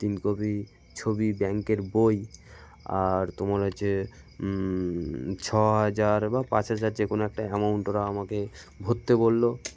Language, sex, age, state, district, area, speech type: Bengali, male, 30-45, West Bengal, Cooch Behar, urban, spontaneous